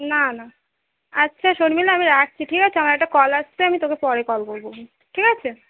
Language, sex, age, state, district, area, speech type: Bengali, female, 18-30, West Bengal, Howrah, urban, conversation